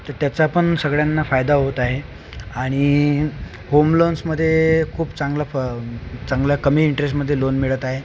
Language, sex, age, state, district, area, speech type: Marathi, male, 18-30, Maharashtra, Akola, rural, spontaneous